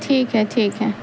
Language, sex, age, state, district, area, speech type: Urdu, female, 30-45, Bihar, Gaya, urban, spontaneous